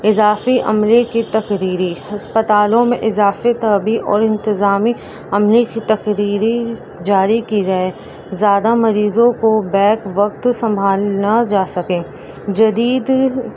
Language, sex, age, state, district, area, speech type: Urdu, female, 18-30, Delhi, East Delhi, urban, spontaneous